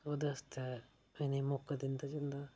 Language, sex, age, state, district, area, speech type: Dogri, male, 30-45, Jammu and Kashmir, Udhampur, rural, spontaneous